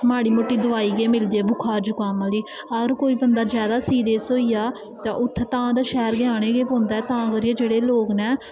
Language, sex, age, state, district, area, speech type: Dogri, female, 18-30, Jammu and Kashmir, Kathua, rural, spontaneous